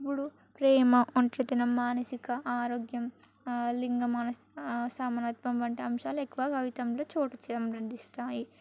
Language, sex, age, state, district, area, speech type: Telugu, female, 18-30, Telangana, Sangareddy, urban, spontaneous